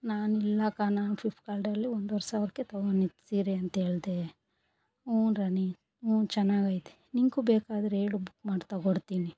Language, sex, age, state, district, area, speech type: Kannada, female, 45-60, Karnataka, Bangalore Rural, rural, spontaneous